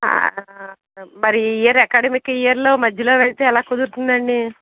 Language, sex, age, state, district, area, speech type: Telugu, female, 60+, Andhra Pradesh, Eluru, urban, conversation